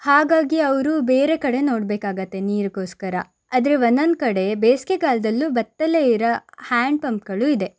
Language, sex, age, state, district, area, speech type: Kannada, female, 18-30, Karnataka, Shimoga, rural, spontaneous